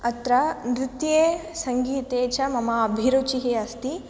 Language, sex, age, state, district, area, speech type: Sanskrit, female, 18-30, Tamil Nadu, Madurai, urban, spontaneous